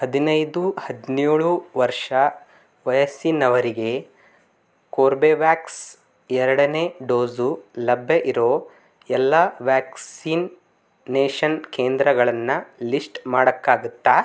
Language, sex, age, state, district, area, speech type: Kannada, male, 18-30, Karnataka, Bidar, urban, read